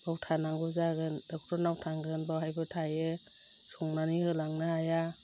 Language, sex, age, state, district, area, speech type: Bodo, female, 60+, Assam, Chirang, rural, spontaneous